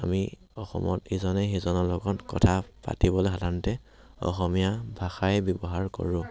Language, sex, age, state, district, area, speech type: Assamese, male, 18-30, Assam, Dhemaji, rural, spontaneous